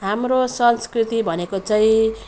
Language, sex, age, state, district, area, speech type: Nepali, female, 45-60, West Bengal, Jalpaiguri, rural, spontaneous